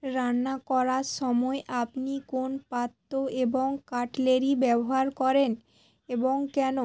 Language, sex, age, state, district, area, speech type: Bengali, female, 18-30, West Bengal, Hooghly, urban, spontaneous